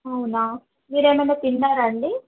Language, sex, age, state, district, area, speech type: Telugu, female, 30-45, Telangana, Khammam, urban, conversation